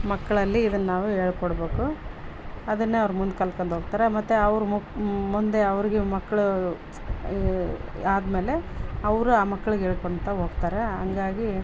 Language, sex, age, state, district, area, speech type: Kannada, female, 45-60, Karnataka, Vijayanagara, rural, spontaneous